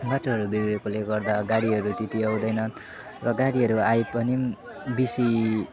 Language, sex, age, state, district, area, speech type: Nepali, male, 18-30, West Bengal, Kalimpong, rural, spontaneous